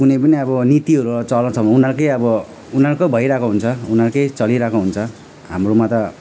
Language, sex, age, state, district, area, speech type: Nepali, male, 30-45, West Bengal, Alipurduar, urban, spontaneous